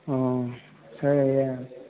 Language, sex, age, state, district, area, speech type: Assamese, male, 18-30, Assam, Nagaon, rural, conversation